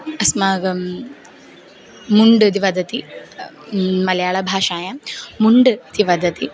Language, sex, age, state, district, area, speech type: Sanskrit, female, 18-30, Kerala, Thiruvananthapuram, urban, spontaneous